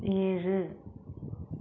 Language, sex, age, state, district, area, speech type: Tamil, female, 45-60, Tamil Nadu, Mayiladuthurai, urban, read